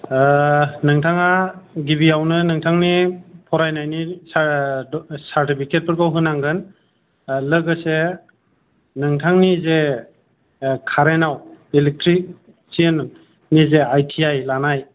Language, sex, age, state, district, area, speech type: Bodo, male, 45-60, Assam, Kokrajhar, rural, conversation